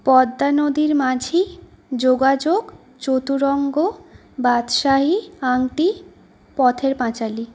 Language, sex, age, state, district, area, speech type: Bengali, female, 18-30, West Bengal, North 24 Parganas, urban, spontaneous